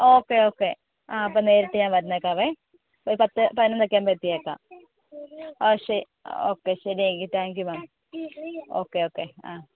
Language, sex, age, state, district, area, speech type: Malayalam, female, 18-30, Kerala, Kozhikode, rural, conversation